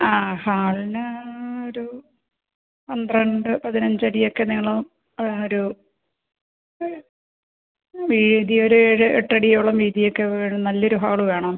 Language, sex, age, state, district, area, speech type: Malayalam, female, 45-60, Kerala, Malappuram, rural, conversation